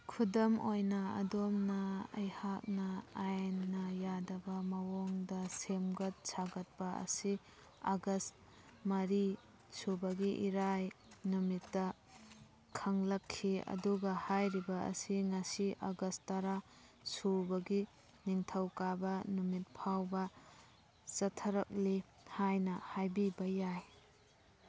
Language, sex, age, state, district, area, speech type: Manipuri, female, 45-60, Manipur, Churachandpur, urban, read